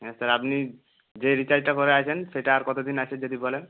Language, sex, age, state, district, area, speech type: Bengali, male, 18-30, West Bengal, Purba Medinipur, rural, conversation